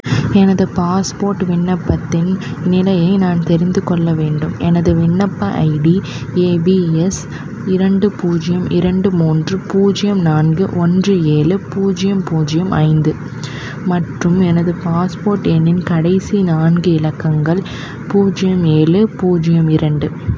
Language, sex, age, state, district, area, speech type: Tamil, female, 18-30, Tamil Nadu, Chennai, urban, read